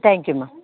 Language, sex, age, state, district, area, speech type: Tamil, female, 45-60, Tamil Nadu, Nilgiris, rural, conversation